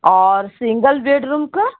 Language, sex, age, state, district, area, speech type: Urdu, female, 30-45, Bihar, Gaya, urban, conversation